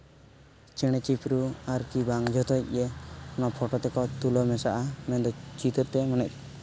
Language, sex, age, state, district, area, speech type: Santali, male, 18-30, Jharkhand, East Singhbhum, rural, spontaneous